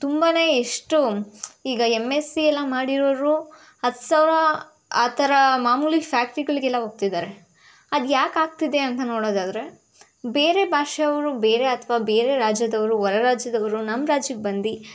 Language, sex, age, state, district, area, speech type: Kannada, female, 18-30, Karnataka, Tumkur, rural, spontaneous